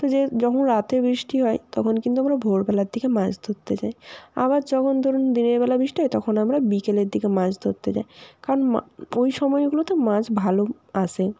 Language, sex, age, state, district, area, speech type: Bengali, female, 18-30, West Bengal, North 24 Parganas, rural, spontaneous